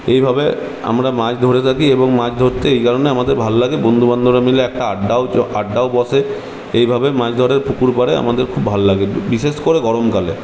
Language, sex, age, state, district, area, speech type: Bengali, male, 18-30, West Bengal, Purulia, urban, spontaneous